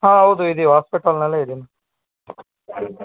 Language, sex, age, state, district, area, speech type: Kannada, male, 18-30, Karnataka, Davanagere, rural, conversation